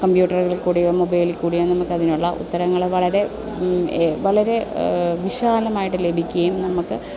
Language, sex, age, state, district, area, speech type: Malayalam, female, 30-45, Kerala, Alappuzha, urban, spontaneous